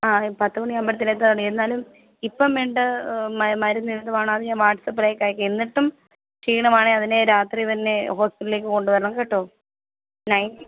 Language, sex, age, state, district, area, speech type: Malayalam, female, 18-30, Kerala, Pathanamthitta, rural, conversation